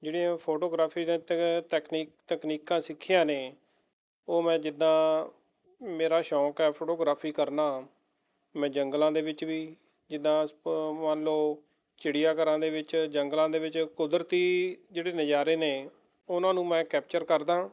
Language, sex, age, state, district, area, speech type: Punjabi, male, 30-45, Punjab, Mohali, rural, spontaneous